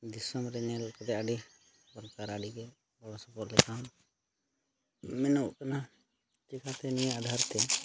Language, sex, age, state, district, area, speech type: Santali, male, 30-45, Jharkhand, Seraikela Kharsawan, rural, spontaneous